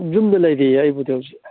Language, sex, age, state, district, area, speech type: Manipuri, male, 45-60, Manipur, Kangpokpi, urban, conversation